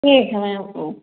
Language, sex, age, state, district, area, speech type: Hindi, female, 60+, Uttar Pradesh, Ayodhya, rural, conversation